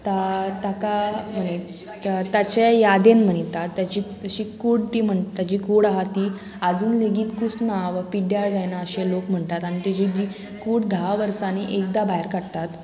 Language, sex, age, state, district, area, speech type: Goan Konkani, female, 18-30, Goa, Murmgao, urban, spontaneous